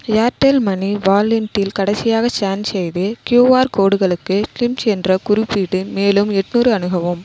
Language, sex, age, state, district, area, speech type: Tamil, female, 18-30, Tamil Nadu, Cuddalore, rural, read